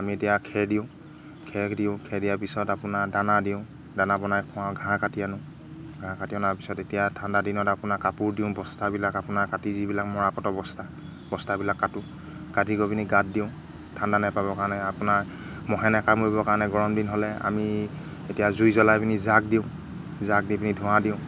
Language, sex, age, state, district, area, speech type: Assamese, male, 30-45, Assam, Golaghat, rural, spontaneous